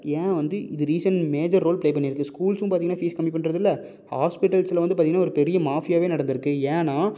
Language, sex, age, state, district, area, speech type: Tamil, male, 18-30, Tamil Nadu, Salem, urban, spontaneous